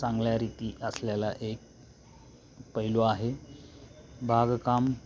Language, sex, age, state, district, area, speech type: Marathi, male, 45-60, Maharashtra, Osmanabad, rural, spontaneous